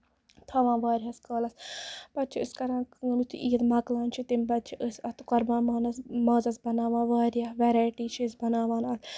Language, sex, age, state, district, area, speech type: Kashmiri, female, 18-30, Jammu and Kashmir, Ganderbal, rural, spontaneous